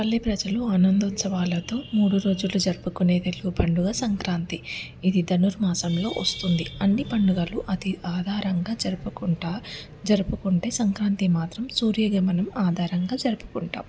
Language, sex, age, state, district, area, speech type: Telugu, female, 30-45, Andhra Pradesh, N T Rama Rao, rural, spontaneous